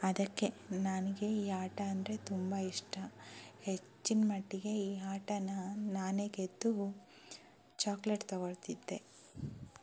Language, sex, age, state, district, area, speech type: Kannada, female, 18-30, Karnataka, Shimoga, urban, spontaneous